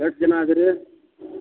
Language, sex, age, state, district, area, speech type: Kannada, male, 45-60, Karnataka, Belgaum, rural, conversation